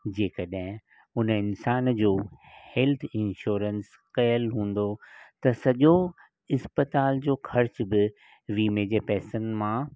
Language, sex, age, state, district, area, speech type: Sindhi, male, 60+, Maharashtra, Mumbai Suburban, urban, spontaneous